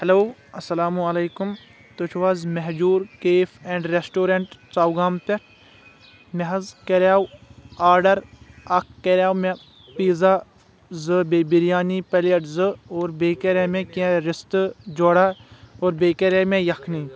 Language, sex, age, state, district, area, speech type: Kashmiri, male, 18-30, Jammu and Kashmir, Kulgam, rural, spontaneous